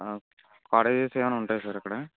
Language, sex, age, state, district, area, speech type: Telugu, male, 30-45, Andhra Pradesh, Alluri Sitarama Raju, rural, conversation